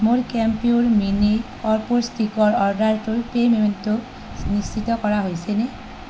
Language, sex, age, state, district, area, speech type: Assamese, female, 30-45, Assam, Nalbari, rural, read